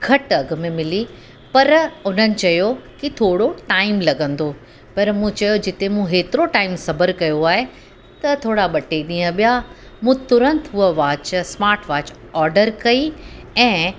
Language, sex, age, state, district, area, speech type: Sindhi, female, 45-60, Uttar Pradesh, Lucknow, rural, spontaneous